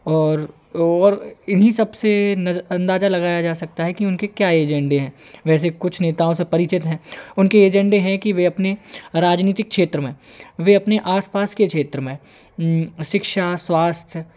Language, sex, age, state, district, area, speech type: Hindi, male, 18-30, Madhya Pradesh, Hoshangabad, rural, spontaneous